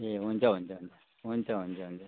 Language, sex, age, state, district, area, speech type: Nepali, male, 60+, West Bengal, Jalpaiguri, urban, conversation